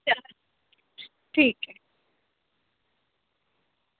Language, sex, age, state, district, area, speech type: Dogri, female, 18-30, Jammu and Kashmir, Udhampur, rural, conversation